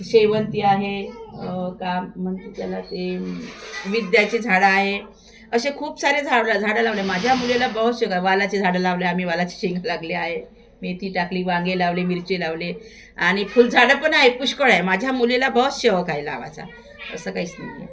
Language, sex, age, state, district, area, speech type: Marathi, female, 60+, Maharashtra, Thane, rural, spontaneous